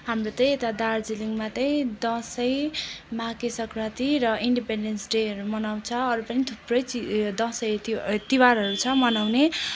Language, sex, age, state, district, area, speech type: Nepali, female, 18-30, West Bengal, Darjeeling, rural, spontaneous